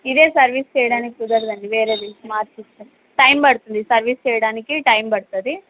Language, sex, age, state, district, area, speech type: Telugu, female, 18-30, Andhra Pradesh, Sri Satya Sai, urban, conversation